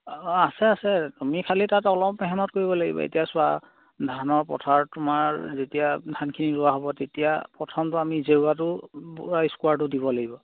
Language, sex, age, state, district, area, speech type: Assamese, male, 18-30, Assam, Charaideo, rural, conversation